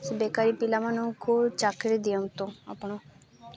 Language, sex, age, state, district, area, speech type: Odia, female, 18-30, Odisha, Malkangiri, urban, spontaneous